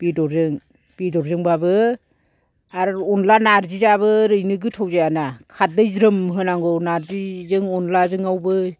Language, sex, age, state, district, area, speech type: Bodo, female, 60+, Assam, Kokrajhar, urban, spontaneous